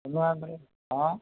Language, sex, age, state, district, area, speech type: Assamese, male, 60+, Assam, Tinsukia, rural, conversation